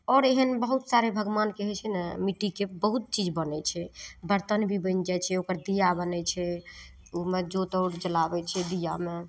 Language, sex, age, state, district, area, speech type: Maithili, female, 30-45, Bihar, Madhepura, rural, spontaneous